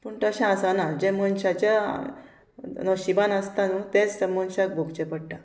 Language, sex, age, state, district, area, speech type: Goan Konkani, female, 30-45, Goa, Murmgao, rural, spontaneous